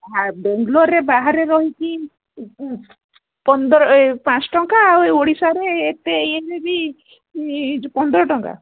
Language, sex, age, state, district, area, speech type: Odia, female, 60+, Odisha, Gajapati, rural, conversation